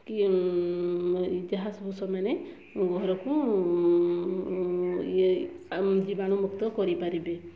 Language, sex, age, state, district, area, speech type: Odia, female, 30-45, Odisha, Mayurbhanj, rural, spontaneous